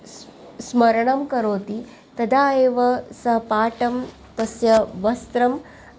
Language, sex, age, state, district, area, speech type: Sanskrit, female, 45-60, Maharashtra, Nagpur, urban, spontaneous